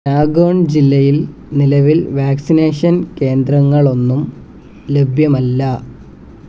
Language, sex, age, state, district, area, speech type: Malayalam, male, 18-30, Kerala, Kollam, rural, read